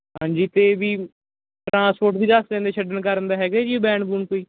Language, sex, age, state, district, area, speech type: Punjabi, male, 30-45, Punjab, Barnala, rural, conversation